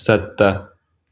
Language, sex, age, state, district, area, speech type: Sindhi, male, 18-30, Gujarat, Surat, urban, read